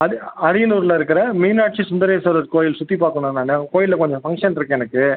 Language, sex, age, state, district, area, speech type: Tamil, male, 30-45, Tamil Nadu, Ariyalur, rural, conversation